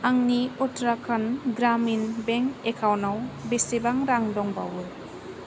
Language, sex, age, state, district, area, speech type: Bodo, female, 18-30, Assam, Chirang, rural, read